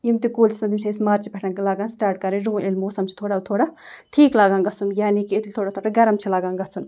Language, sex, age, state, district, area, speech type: Kashmiri, female, 18-30, Jammu and Kashmir, Ganderbal, rural, spontaneous